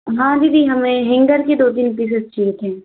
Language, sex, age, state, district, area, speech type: Hindi, female, 45-60, Madhya Pradesh, Balaghat, rural, conversation